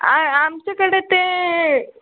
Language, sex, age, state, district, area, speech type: Marathi, male, 60+, Maharashtra, Buldhana, rural, conversation